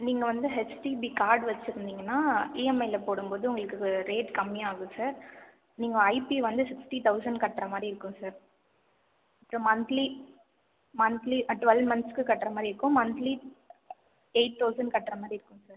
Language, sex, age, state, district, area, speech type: Tamil, female, 18-30, Tamil Nadu, Viluppuram, urban, conversation